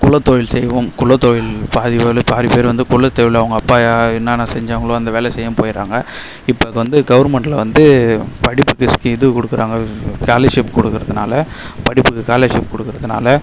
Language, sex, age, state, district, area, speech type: Tamil, male, 30-45, Tamil Nadu, Viluppuram, rural, spontaneous